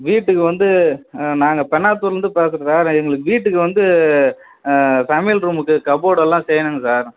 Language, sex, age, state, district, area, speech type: Tamil, male, 45-60, Tamil Nadu, Vellore, rural, conversation